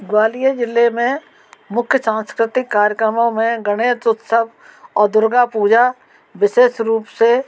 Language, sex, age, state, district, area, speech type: Hindi, female, 60+, Madhya Pradesh, Gwalior, rural, spontaneous